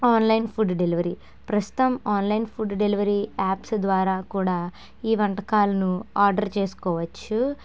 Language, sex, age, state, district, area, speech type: Telugu, female, 18-30, Andhra Pradesh, N T Rama Rao, urban, spontaneous